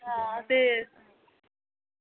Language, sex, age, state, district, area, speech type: Dogri, female, 18-30, Jammu and Kashmir, Reasi, rural, conversation